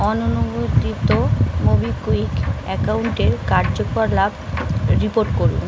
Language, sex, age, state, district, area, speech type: Bengali, female, 30-45, West Bengal, Uttar Dinajpur, urban, read